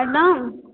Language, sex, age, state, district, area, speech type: Maithili, female, 18-30, Bihar, Begusarai, urban, conversation